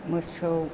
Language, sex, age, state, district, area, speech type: Bodo, female, 60+, Assam, Chirang, rural, spontaneous